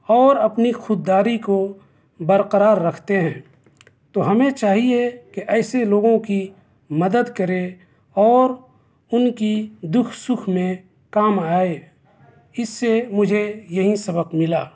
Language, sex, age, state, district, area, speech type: Urdu, male, 30-45, Bihar, East Champaran, rural, spontaneous